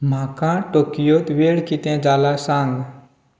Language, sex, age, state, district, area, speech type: Goan Konkani, male, 18-30, Goa, Canacona, rural, read